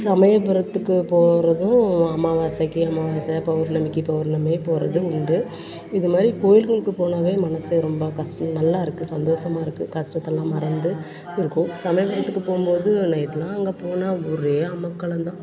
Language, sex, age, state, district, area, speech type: Tamil, female, 45-60, Tamil Nadu, Perambalur, urban, spontaneous